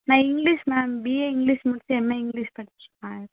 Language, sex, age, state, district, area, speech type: Tamil, female, 18-30, Tamil Nadu, Tiruchirappalli, rural, conversation